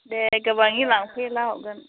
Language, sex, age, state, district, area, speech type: Bodo, female, 60+, Assam, Chirang, rural, conversation